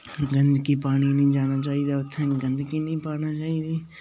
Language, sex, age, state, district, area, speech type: Dogri, male, 18-30, Jammu and Kashmir, Udhampur, rural, spontaneous